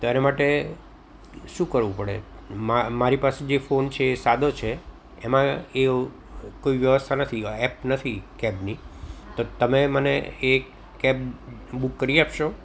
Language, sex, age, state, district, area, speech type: Gujarati, male, 60+, Gujarat, Anand, urban, spontaneous